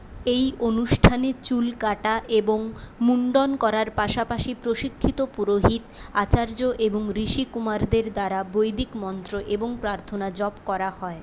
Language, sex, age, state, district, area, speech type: Bengali, female, 18-30, West Bengal, Purulia, urban, read